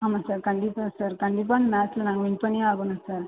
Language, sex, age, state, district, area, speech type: Tamil, female, 18-30, Tamil Nadu, Viluppuram, urban, conversation